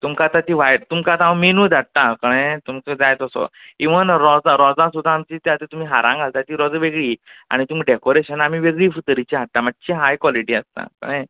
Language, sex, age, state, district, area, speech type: Goan Konkani, male, 30-45, Goa, Quepem, rural, conversation